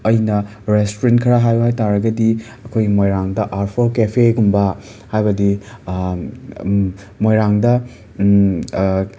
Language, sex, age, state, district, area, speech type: Manipuri, male, 45-60, Manipur, Imphal East, urban, spontaneous